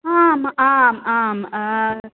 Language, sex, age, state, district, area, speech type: Sanskrit, female, 45-60, Tamil Nadu, Coimbatore, urban, conversation